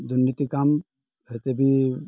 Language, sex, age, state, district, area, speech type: Odia, female, 30-45, Odisha, Balangir, urban, spontaneous